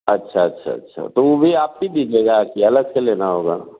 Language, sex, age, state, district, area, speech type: Hindi, male, 45-60, Bihar, Vaishali, rural, conversation